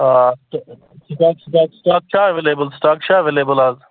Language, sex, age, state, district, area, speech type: Kashmiri, male, 18-30, Jammu and Kashmir, Anantnag, rural, conversation